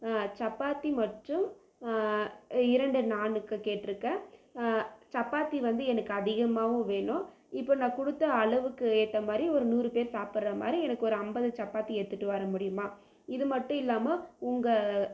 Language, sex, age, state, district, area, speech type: Tamil, female, 18-30, Tamil Nadu, Krishnagiri, rural, spontaneous